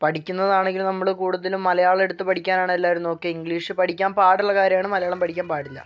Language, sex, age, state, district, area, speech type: Malayalam, male, 18-30, Kerala, Wayanad, rural, spontaneous